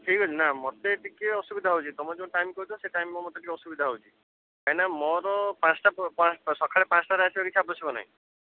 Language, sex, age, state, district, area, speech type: Odia, male, 60+, Odisha, Jajpur, rural, conversation